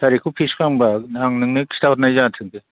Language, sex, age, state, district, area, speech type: Bodo, male, 60+, Assam, Chirang, rural, conversation